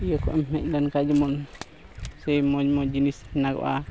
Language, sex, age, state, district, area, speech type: Santali, male, 18-30, West Bengal, Malda, rural, spontaneous